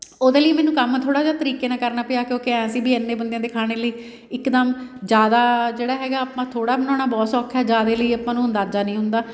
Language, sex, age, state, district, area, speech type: Punjabi, female, 30-45, Punjab, Fatehgarh Sahib, urban, spontaneous